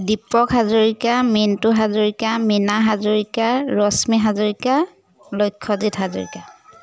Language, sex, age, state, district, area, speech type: Assamese, female, 30-45, Assam, Biswanath, rural, spontaneous